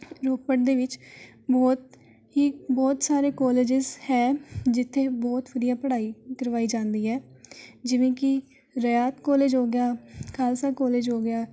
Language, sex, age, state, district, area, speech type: Punjabi, female, 18-30, Punjab, Rupnagar, urban, spontaneous